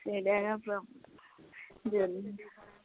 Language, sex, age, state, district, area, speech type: Odia, female, 45-60, Odisha, Gajapati, rural, conversation